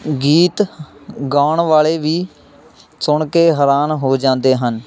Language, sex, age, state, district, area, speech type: Punjabi, male, 18-30, Punjab, Shaheed Bhagat Singh Nagar, rural, spontaneous